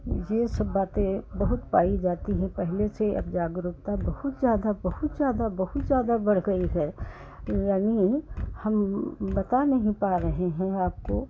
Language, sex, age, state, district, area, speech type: Hindi, female, 60+, Uttar Pradesh, Hardoi, rural, spontaneous